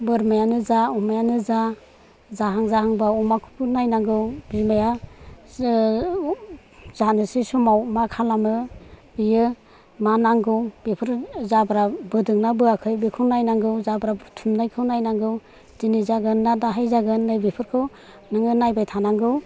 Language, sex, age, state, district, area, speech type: Bodo, female, 60+, Assam, Chirang, rural, spontaneous